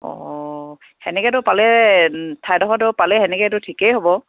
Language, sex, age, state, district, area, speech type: Assamese, female, 45-60, Assam, Dibrugarh, rural, conversation